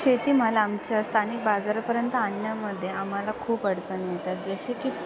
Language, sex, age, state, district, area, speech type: Marathi, female, 18-30, Maharashtra, Ahmednagar, rural, spontaneous